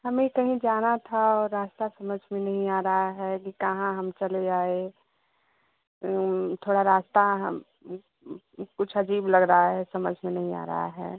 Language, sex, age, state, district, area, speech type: Hindi, female, 18-30, Uttar Pradesh, Chandauli, rural, conversation